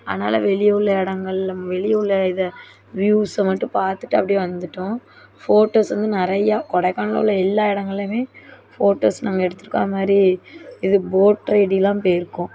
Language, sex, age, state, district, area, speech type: Tamil, female, 18-30, Tamil Nadu, Thoothukudi, urban, spontaneous